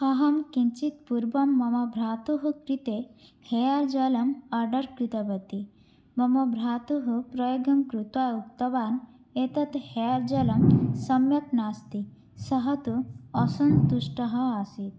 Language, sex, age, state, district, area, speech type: Sanskrit, female, 18-30, Odisha, Bhadrak, rural, spontaneous